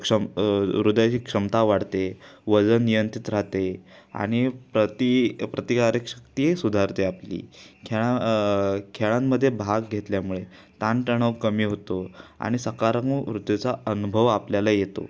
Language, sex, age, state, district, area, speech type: Marathi, male, 18-30, Maharashtra, Ratnagiri, urban, spontaneous